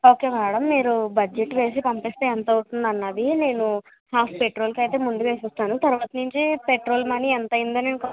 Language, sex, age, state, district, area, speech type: Telugu, female, 60+, Andhra Pradesh, Kakinada, rural, conversation